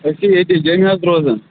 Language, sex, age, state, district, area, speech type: Kashmiri, male, 30-45, Jammu and Kashmir, Bandipora, rural, conversation